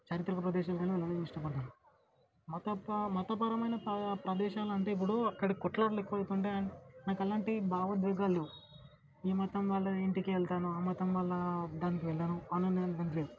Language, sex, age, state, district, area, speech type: Telugu, male, 18-30, Telangana, Vikarabad, urban, spontaneous